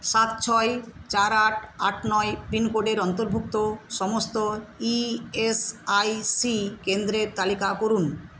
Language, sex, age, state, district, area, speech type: Bengali, female, 60+, West Bengal, Jhargram, rural, read